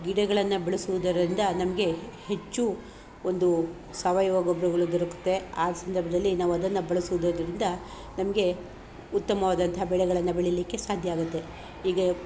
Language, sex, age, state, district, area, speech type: Kannada, female, 45-60, Karnataka, Chikkamagaluru, rural, spontaneous